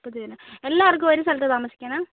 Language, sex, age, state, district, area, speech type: Malayalam, male, 30-45, Kerala, Wayanad, rural, conversation